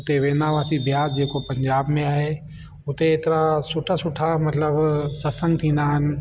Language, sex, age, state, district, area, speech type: Sindhi, male, 30-45, Delhi, South Delhi, urban, spontaneous